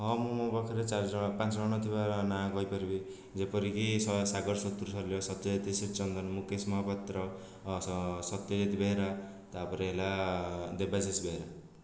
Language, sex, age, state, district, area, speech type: Odia, male, 18-30, Odisha, Khordha, rural, spontaneous